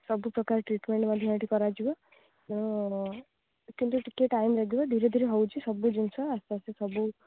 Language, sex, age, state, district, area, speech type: Odia, female, 18-30, Odisha, Jagatsinghpur, rural, conversation